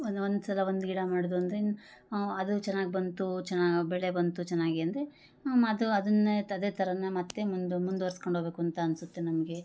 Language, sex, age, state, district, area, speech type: Kannada, female, 30-45, Karnataka, Chikkamagaluru, rural, spontaneous